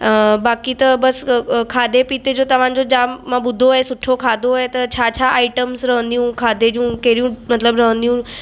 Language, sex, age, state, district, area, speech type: Sindhi, female, 18-30, Maharashtra, Mumbai Suburban, urban, spontaneous